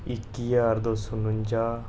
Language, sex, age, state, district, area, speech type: Dogri, male, 30-45, Jammu and Kashmir, Udhampur, rural, spontaneous